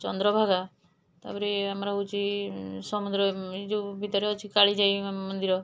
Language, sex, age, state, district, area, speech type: Odia, female, 45-60, Odisha, Puri, urban, spontaneous